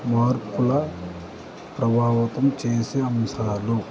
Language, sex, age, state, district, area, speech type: Telugu, male, 18-30, Andhra Pradesh, Guntur, urban, spontaneous